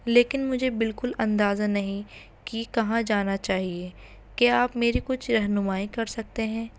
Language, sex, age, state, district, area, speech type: Urdu, female, 18-30, Delhi, North East Delhi, urban, spontaneous